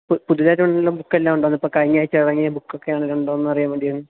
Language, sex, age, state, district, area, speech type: Malayalam, male, 18-30, Kerala, Idukki, rural, conversation